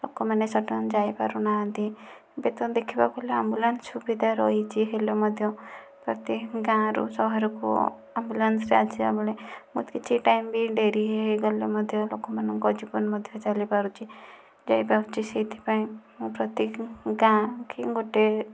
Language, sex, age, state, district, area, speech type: Odia, female, 45-60, Odisha, Kandhamal, rural, spontaneous